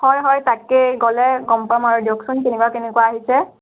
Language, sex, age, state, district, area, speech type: Assamese, male, 18-30, Assam, Morigaon, rural, conversation